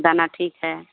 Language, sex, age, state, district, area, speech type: Hindi, female, 30-45, Bihar, Vaishali, rural, conversation